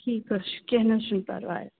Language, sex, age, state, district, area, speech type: Kashmiri, male, 18-30, Jammu and Kashmir, Srinagar, urban, conversation